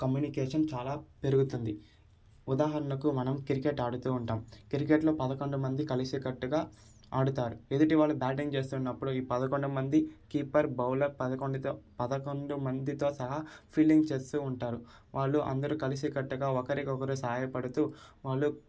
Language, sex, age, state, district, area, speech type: Telugu, male, 18-30, Andhra Pradesh, Sri Balaji, rural, spontaneous